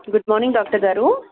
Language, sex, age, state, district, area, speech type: Telugu, female, 30-45, Andhra Pradesh, Krishna, urban, conversation